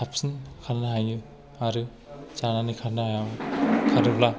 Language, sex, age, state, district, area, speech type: Bodo, male, 30-45, Assam, Kokrajhar, rural, spontaneous